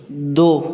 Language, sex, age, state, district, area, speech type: Hindi, male, 18-30, Bihar, Begusarai, rural, read